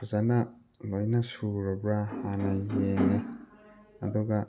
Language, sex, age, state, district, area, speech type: Manipuri, male, 30-45, Manipur, Thoubal, rural, spontaneous